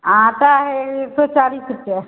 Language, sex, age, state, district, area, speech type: Hindi, female, 45-60, Uttar Pradesh, Mau, urban, conversation